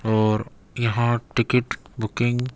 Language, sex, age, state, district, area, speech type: Urdu, male, 18-30, Delhi, Central Delhi, urban, spontaneous